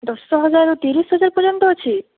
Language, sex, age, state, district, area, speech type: Odia, female, 45-60, Odisha, Boudh, rural, conversation